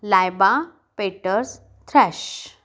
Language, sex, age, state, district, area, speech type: Marathi, female, 30-45, Maharashtra, Kolhapur, urban, spontaneous